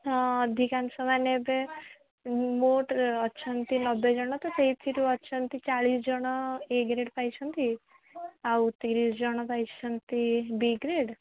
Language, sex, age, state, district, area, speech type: Odia, female, 18-30, Odisha, Sundergarh, urban, conversation